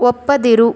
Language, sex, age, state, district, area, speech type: Kannada, female, 18-30, Karnataka, Bidar, rural, read